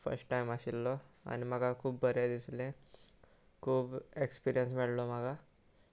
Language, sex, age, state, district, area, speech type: Goan Konkani, male, 18-30, Goa, Salcete, rural, spontaneous